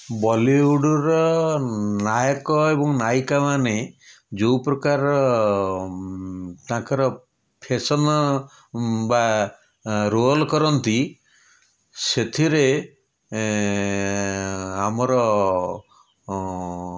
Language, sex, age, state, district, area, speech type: Odia, male, 60+, Odisha, Puri, urban, spontaneous